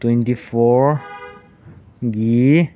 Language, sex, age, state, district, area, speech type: Manipuri, male, 18-30, Manipur, Senapati, rural, read